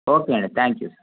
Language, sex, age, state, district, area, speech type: Telugu, male, 30-45, Andhra Pradesh, Krishna, urban, conversation